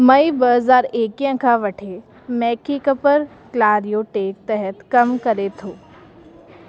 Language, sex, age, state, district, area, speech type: Sindhi, female, 18-30, Rajasthan, Ajmer, urban, read